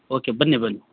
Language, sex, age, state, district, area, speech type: Kannada, male, 45-60, Karnataka, Chitradurga, rural, conversation